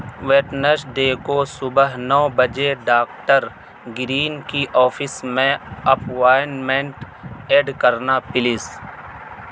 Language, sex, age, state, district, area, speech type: Urdu, male, 18-30, Delhi, South Delhi, urban, read